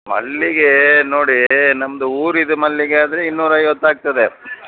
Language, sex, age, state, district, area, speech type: Kannada, male, 60+, Karnataka, Dakshina Kannada, rural, conversation